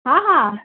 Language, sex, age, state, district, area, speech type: Hindi, female, 45-60, Bihar, Darbhanga, rural, conversation